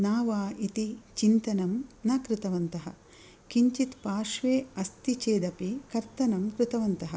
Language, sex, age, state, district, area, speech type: Sanskrit, female, 60+, Karnataka, Dakshina Kannada, urban, spontaneous